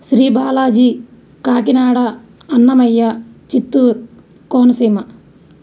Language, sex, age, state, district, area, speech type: Telugu, female, 30-45, Andhra Pradesh, Nellore, rural, spontaneous